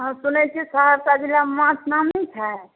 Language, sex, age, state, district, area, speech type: Maithili, female, 18-30, Bihar, Saharsa, rural, conversation